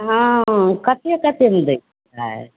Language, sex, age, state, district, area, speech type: Maithili, female, 60+, Bihar, Madhepura, urban, conversation